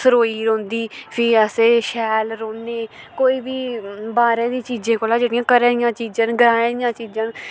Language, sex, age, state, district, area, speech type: Dogri, female, 18-30, Jammu and Kashmir, Udhampur, rural, spontaneous